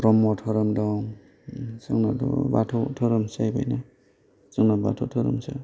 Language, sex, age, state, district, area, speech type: Bodo, male, 30-45, Assam, Kokrajhar, rural, spontaneous